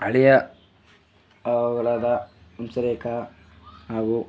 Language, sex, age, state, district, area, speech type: Kannada, male, 18-30, Karnataka, Chamarajanagar, rural, spontaneous